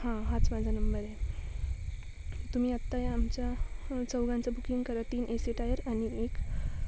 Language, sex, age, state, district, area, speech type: Marathi, female, 18-30, Maharashtra, Ratnagiri, rural, spontaneous